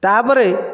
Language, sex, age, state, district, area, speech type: Odia, male, 30-45, Odisha, Nayagarh, rural, spontaneous